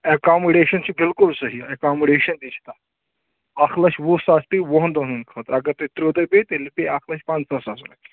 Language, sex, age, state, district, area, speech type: Kashmiri, male, 30-45, Jammu and Kashmir, Anantnag, rural, conversation